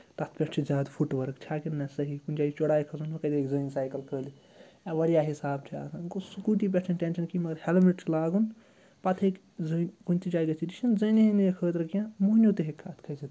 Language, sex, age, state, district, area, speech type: Kashmiri, male, 30-45, Jammu and Kashmir, Srinagar, urban, spontaneous